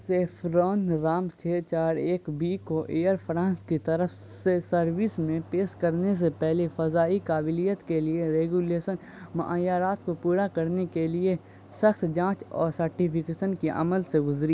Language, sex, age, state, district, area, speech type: Urdu, male, 18-30, Bihar, Saharsa, rural, read